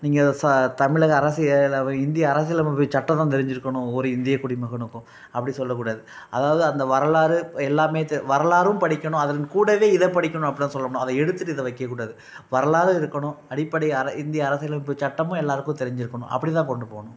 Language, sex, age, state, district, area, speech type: Tamil, male, 45-60, Tamil Nadu, Thanjavur, rural, spontaneous